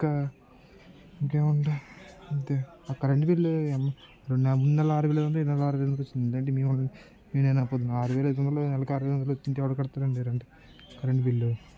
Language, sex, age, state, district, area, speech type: Telugu, male, 18-30, Andhra Pradesh, Anakapalli, rural, spontaneous